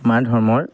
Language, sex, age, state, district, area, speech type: Assamese, male, 45-60, Assam, Golaghat, urban, spontaneous